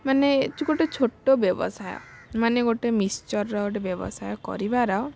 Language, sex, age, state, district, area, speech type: Odia, female, 18-30, Odisha, Bhadrak, rural, spontaneous